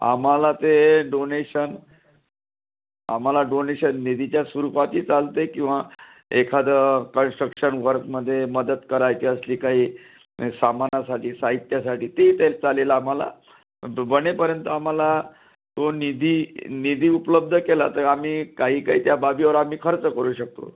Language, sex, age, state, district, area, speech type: Marathi, male, 45-60, Maharashtra, Wardha, urban, conversation